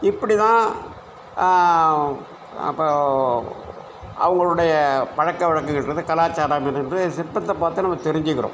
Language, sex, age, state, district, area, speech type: Tamil, male, 60+, Tamil Nadu, Cuddalore, rural, spontaneous